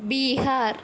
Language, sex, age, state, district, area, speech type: Telugu, female, 18-30, Andhra Pradesh, Krishna, urban, spontaneous